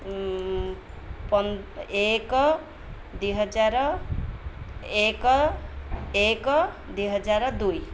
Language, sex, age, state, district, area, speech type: Odia, female, 30-45, Odisha, Ganjam, urban, spontaneous